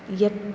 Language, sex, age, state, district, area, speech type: Sanskrit, female, 18-30, Maharashtra, Nagpur, urban, spontaneous